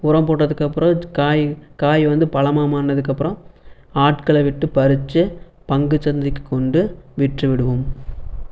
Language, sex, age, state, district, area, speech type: Tamil, male, 18-30, Tamil Nadu, Erode, urban, spontaneous